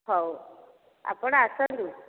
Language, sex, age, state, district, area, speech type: Odia, female, 45-60, Odisha, Dhenkanal, rural, conversation